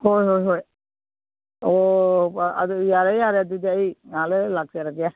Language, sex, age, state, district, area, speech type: Manipuri, female, 60+, Manipur, Imphal East, urban, conversation